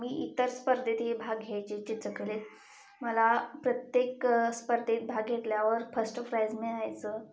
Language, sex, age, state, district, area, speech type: Marathi, female, 18-30, Maharashtra, Sangli, rural, spontaneous